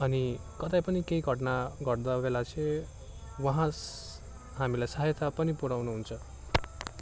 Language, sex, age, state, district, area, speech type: Nepali, male, 18-30, West Bengal, Darjeeling, rural, spontaneous